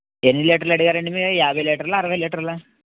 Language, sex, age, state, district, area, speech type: Telugu, male, 18-30, Andhra Pradesh, Eluru, urban, conversation